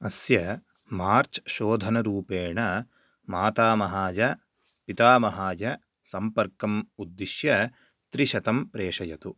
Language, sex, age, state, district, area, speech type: Sanskrit, male, 18-30, Karnataka, Chikkamagaluru, urban, read